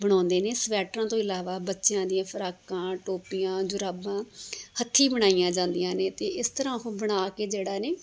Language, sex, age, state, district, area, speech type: Punjabi, female, 45-60, Punjab, Tarn Taran, urban, spontaneous